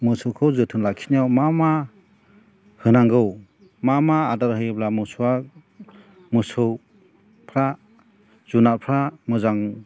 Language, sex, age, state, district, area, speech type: Bodo, male, 45-60, Assam, Chirang, rural, spontaneous